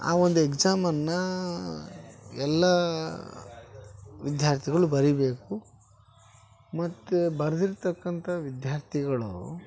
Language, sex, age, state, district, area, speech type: Kannada, male, 30-45, Karnataka, Koppal, rural, spontaneous